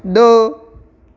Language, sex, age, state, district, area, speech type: Dogri, male, 18-30, Jammu and Kashmir, Samba, rural, read